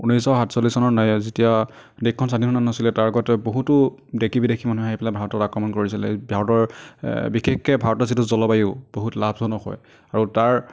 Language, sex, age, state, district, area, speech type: Assamese, male, 30-45, Assam, Darrang, rural, spontaneous